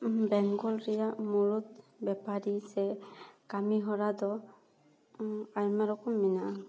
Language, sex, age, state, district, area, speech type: Santali, female, 18-30, West Bengal, Paschim Bardhaman, urban, spontaneous